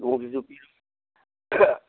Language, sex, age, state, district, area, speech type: Manipuri, male, 60+, Manipur, Kangpokpi, urban, conversation